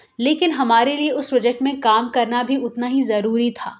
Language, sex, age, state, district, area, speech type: Urdu, female, 30-45, Delhi, South Delhi, urban, spontaneous